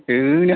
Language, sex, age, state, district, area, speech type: Bodo, male, 30-45, Assam, Chirang, rural, conversation